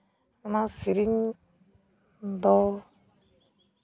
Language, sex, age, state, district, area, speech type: Santali, male, 18-30, West Bengal, Uttar Dinajpur, rural, spontaneous